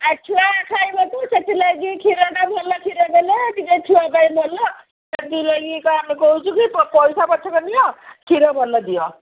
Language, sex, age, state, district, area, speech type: Odia, female, 60+, Odisha, Gajapati, rural, conversation